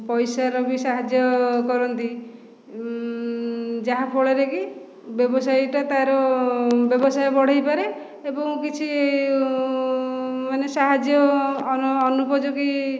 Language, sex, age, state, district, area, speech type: Odia, female, 45-60, Odisha, Khordha, rural, spontaneous